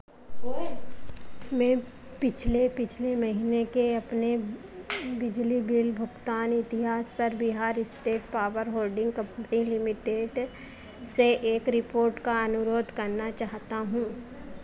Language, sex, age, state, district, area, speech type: Hindi, female, 45-60, Madhya Pradesh, Harda, urban, read